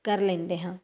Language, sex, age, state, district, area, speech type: Punjabi, female, 30-45, Punjab, Tarn Taran, rural, spontaneous